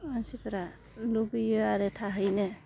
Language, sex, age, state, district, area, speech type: Bodo, female, 30-45, Assam, Udalguri, rural, spontaneous